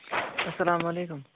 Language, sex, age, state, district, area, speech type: Kashmiri, male, 18-30, Jammu and Kashmir, Bandipora, rural, conversation